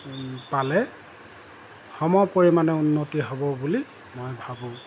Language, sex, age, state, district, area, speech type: Assamese, male, 45-60, Assam, Golaghat, rural, spontaneous